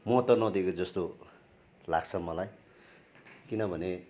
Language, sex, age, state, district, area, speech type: Nepali, male, 18-30, West Bengal, Darjeeling, rural, spontaneous